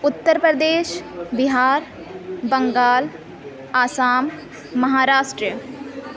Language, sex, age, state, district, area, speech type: Urdu, male, 18-30, Uttar Pradesh, Mau, urban, spontaneous